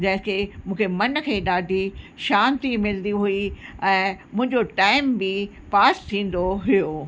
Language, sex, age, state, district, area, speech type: Sindhi, female, 60+, Uttar Pradesh, Lucknow, rural, spontaneous